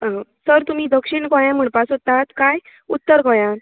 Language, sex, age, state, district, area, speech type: Goan Konkani, female, 30-45, Goa, Canacona, rural, conversation